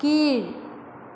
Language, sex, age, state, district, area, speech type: Tamil, female, 60+, Tamil Nadu, Cuddalore, rural, read